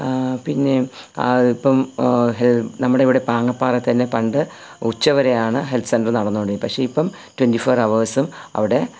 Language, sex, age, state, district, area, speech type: Malayalam, female, 45-60, Kerala, Thiruvananthapuram, urban, spontaneous